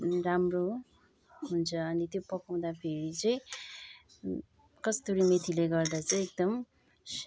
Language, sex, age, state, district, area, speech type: Nepali, female, 30-45, West Bengal, Kalimpong, rural, spontaneous